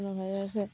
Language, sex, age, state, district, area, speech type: Assamese, female, 18-30, Assam, Charaideo, rural, spontaneous